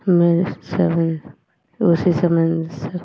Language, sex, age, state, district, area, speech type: Hindi, female, 45-60, Uttar Pradesh, Azamgarh, rural, read